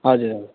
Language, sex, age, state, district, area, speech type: Nepali, male, 18-30, West Bengal, Alipurduar, urban, conversation